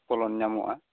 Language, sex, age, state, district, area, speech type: Santali, male, 30-45, West Bengal, Bankura, rural, conversation